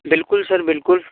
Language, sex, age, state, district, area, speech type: Hindi, male, 18-30, Rajasthan, Bharatpur, rural, conversation